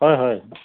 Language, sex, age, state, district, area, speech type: Assamese, male, 45-60, Assam, Charaideo, urban, conversation